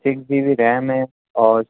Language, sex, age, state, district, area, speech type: Urdu, male, 30-45, Delhi, Central Delhi, urban, conversation